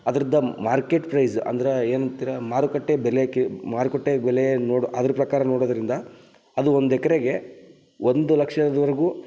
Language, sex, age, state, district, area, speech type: Kannada, male, 18-30, Karnataka, Raichur, urban, spontaneous